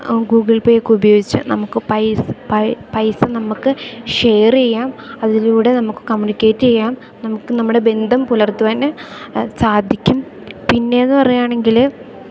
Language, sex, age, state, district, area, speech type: Malayalam, female, 18-30, Kerala, Idukki, rural, spontaneous